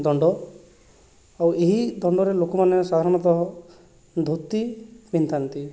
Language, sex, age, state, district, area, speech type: Odia, male, 45-60, Odisha, Boudh, rural, spontaneous